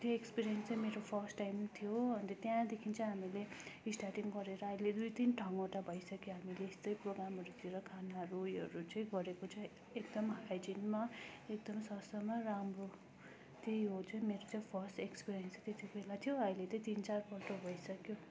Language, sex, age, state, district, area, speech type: Nepali, female, 18-30, West Bengal, Darjeeling, rural, spontaneous